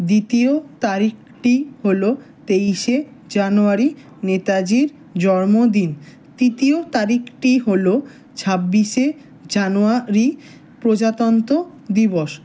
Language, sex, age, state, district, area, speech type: Bengali, male, 18-30, West Bengal, Howrah, urban, spontaneous